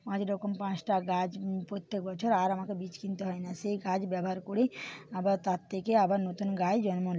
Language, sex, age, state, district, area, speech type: Bengali, female, 45-60, West Bengal, Purba Medinipur, rural, spontaneous